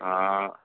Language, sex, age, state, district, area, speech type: Hindi, male, 18-30, Rajasthan, Nagaur, rural, conversation